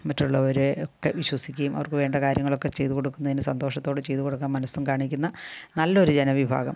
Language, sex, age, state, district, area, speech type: Malayalam, female, 60+, Kerala, Kasaragod, rural, spontaneous